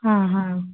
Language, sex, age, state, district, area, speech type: Kannada, female, 30-45, Karnataka, Hassan, urban, conversation